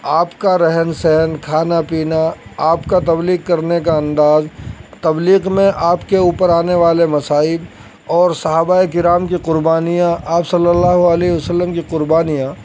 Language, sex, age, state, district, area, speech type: Urdu, male, 30-45, Uttar Pradesh, Saharanpur, urban, spontaneous